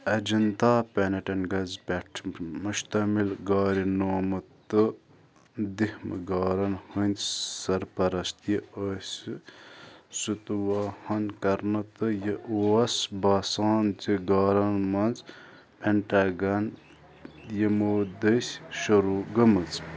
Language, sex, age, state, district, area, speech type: Kashmiri, male, 18-30, Jammu and Kashmir, Bandipora, rural, read